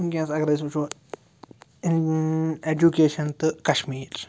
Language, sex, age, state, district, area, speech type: Kashmiri, male, 30-45, Jammu and Kashmir, Srinagar, urban, spontaneous